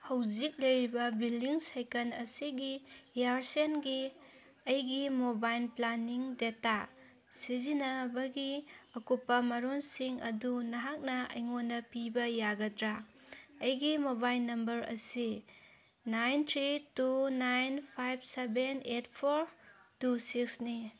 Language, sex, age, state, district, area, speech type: Manipuri, female, 30-45, Manipur, Senapati, rural, read